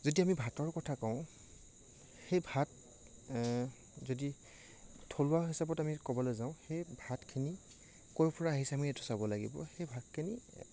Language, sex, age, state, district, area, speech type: Assamese, male, 45-60, Assam, Morigaon, rural, spontaneous